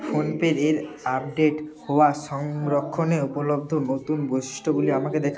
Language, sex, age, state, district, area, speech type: Bengali, male, 30-45, West Bengal, Bankura, urban, read